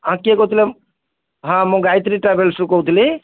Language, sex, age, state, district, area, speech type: Odia, male, 45-60, Odisha, Cuttack, urban, conversation